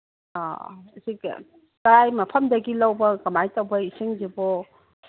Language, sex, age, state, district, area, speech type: Manipuri, female, 45-60, Manipur, Kangpokpi, urban, conversation